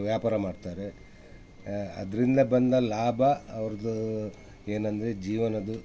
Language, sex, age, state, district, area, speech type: Kannada, male, 60+, Karnataka, Udupi, rural, spontaneous